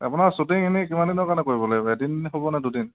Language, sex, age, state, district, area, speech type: Assamese, male, 18-30, Assam, Dhemaji, rural, conversation